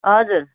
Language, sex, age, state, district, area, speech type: Nepali, female, 45-60, West Bengal, Kalimpong, rural, conversation